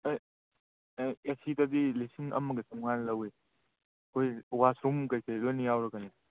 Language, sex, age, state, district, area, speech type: Manipuri, male, 18-30, Manipur, Churachandpur, rural, conversation